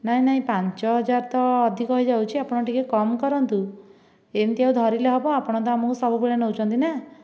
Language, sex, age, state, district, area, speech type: Odia, female, 18-30, Odisha, Dhenkanal, rural, spontaneous